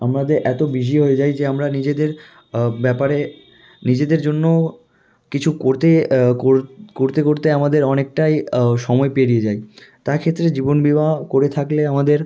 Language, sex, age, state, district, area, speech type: Bengali, male, 18-30, West Bengal, Malda, rural, spontaneous